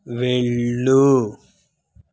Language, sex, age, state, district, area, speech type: Telugu, male, 18-30, Andhra Pradesh, Srikakulam, rural, read